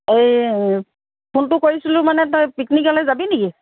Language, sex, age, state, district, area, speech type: Assamese, female, 60+, Assam, Charaideo, urban, conversation